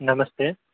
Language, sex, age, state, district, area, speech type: Telugu, male, 18-30, Telangana, Mulugu, rural, conversation